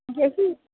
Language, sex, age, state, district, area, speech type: Urdu, female, 45-60, Uttar Pradesh, Lucknow, rural, conversation